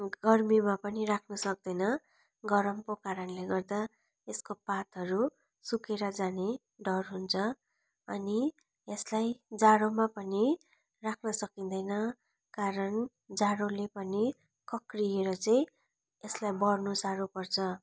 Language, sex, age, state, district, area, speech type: Nepali, female, 30-45, West Bengal, Darjeeling, rural, spontaneous